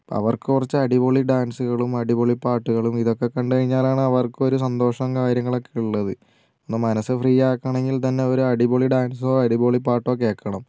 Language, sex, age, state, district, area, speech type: Malayalam, female, 18-30, Kerala, Wayanad, rural, spontaneous